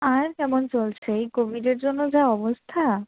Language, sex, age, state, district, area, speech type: Bengali, female, 18-30, West Bengal, Howrah, urban, conversation